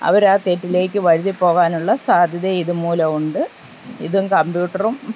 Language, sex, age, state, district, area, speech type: Malayalam, female, 45-60, Kerala, Alappuzha, rural, spontaneous